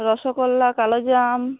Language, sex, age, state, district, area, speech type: Bengali, female, 45-60, West Bengal, Uttar Dinajpur, urban, conversation